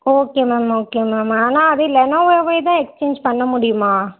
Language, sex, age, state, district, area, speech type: Tamil, female, 18-30, Tamil Nadu, Madurai, urban, conversation